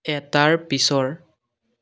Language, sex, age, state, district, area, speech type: Assamese, male, 18-30, Assam, Biswanath, rural, read